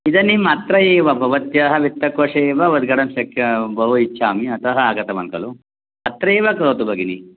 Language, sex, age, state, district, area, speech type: Sanskrit, male, 45-60, Karnataka, Bangalore Urban, urban, conversation